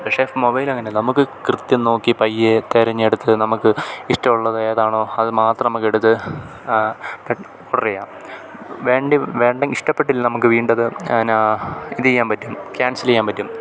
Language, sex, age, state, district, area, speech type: Malayalam, male, 18-30, Kerala, Idukki, rural, spontaneous